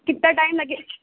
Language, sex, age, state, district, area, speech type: Urdu, female, 18-30, Uttar Pradesh, Balrampur, rural, conversation